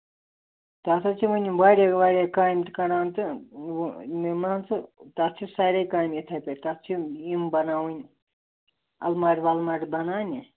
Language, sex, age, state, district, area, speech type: Kashmiri, male, 18-30, Jammu and Kashmir, Ganderbal, rural, conversation